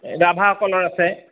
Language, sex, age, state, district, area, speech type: Assamese, male, 45-60, Assam, Kamrup Metropolitan, urban, conversation